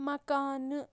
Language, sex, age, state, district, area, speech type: Kashmiri, female, 18-30, Jammu and Kashmir, Shopian, rural, read